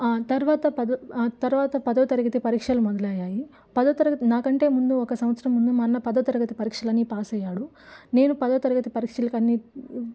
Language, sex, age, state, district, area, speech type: Telugu, female, 18-30, Andhra Pradesh, Nellore, rural, spontaneous